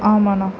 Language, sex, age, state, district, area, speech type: Tamil, female, 18-30, Tamil Nadu, Nagapattinam, rural, spontaneous